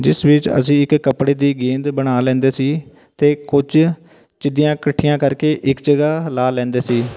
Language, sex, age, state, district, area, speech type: Punjabi, male, 30-45, Punjab, Shaheed Bhagat Singh Nagar, rural, spontaneous